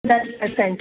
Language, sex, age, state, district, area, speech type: Hindi, female, 30-45, Madhya Pradesh, Gwalior, rural, conversation